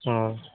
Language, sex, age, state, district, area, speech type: Odia, male, 18-30, Odisha, Koraput, urban, conversation